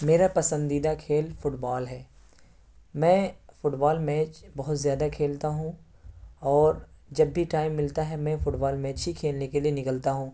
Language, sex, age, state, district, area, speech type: Urdu, male, 18-30, Uttar Pradesh, Ghaziabad, urban, spontaneous